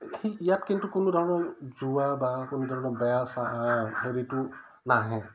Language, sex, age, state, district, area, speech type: Assamese, male, 45-60, Assam, Udalguri, rural, spontaneous